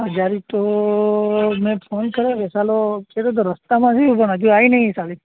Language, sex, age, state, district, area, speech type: Gujarati, male, 18-30, Gujarat, Anand, rural, conversation